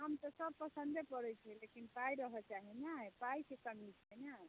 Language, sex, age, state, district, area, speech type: Maithili, female, 45-60, Bihar, Muzaffarpur, urban, conversation